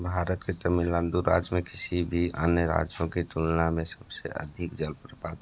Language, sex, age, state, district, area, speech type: Hindi, male, 18-30, Uttar Pradesh, Sonbhadra, rural, read